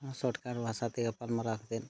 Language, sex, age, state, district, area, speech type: Santali, male, 30-45, Jharkhand, Seraikela Kharsawan, rural, spontaneous